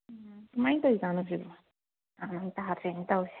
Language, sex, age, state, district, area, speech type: Manipuri, female, 30-45, Manipur, Kangpokpi, urban, conversation